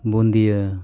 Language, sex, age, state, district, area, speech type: Santali, male, 45-60, Odisha, Mayurbhanj, rural, spontaneous